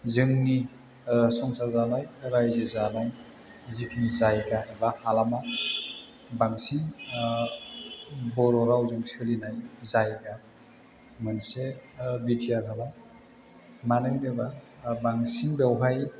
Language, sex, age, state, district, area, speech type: Bodo, male, 30-45, Assam, Chirang, rural, spontaneous